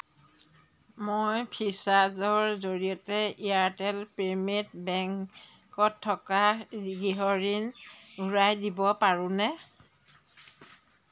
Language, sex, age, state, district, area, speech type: Assamese, female, 45-60, Assam, Jorhat, urban, read